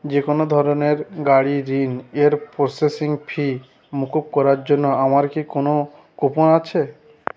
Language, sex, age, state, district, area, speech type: Bengali, male, 18-30, West Bengal, Uttar Dinajpur, urban, read